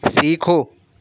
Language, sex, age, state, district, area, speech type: Urdu, male, 30-45, Delhi, Central Delhi, urban, read